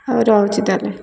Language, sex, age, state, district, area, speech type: Odia, female, 30-45, Odisha, Puri, urban, spontaneous